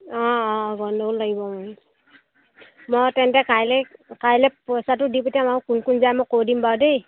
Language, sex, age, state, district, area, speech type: Assamese, female, 18-30, Assam, Sivasagar, rural, conversation